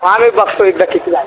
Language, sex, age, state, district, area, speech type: Marathi, male, 18-30, Maharashtra, Buldhana, urban, conversation